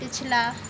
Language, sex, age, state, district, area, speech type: Hindi, female, 30-45, Madhya Pradesh, Seoni, urban, read